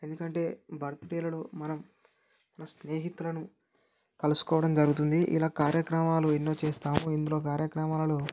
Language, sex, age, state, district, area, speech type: Telugu, male, 18-30, Telangana, Mancherial, rural, spontaneous